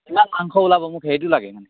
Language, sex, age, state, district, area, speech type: Assamese, male, 18-30, Assam, Sivasagar, rural, conversation